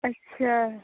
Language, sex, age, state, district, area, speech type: Hindi, female, 18-30, Uttar Pradesh, Ghazipur, rural, conversation